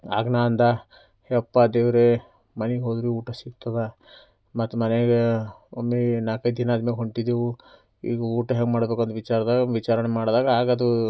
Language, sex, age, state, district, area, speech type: Kannada, male, 18-30, Karnataka, Bidar, urban, spontaneous